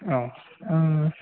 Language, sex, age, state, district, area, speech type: Bodo, male, 30-45, Assam, Chirang, rural, conversation